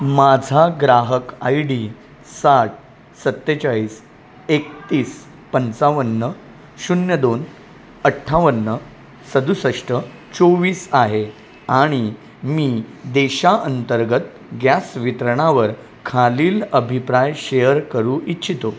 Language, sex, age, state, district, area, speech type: Marathi, male, 30-45, Maharashtra, Palghar, rural, read